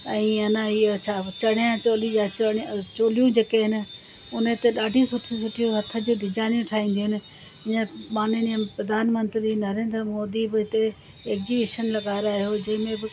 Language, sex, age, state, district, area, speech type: Sindhi, female, 60+, Gujarat, Surat, urban, spontaneous